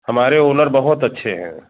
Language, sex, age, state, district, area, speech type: Hindi, male, 45-60, Uttar Pradesh, Jaunpur, urban, conversation